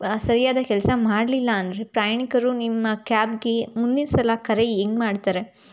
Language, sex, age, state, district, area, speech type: Kannada, female, 18-30, Karnataka, Tumkur, rural, spontaneous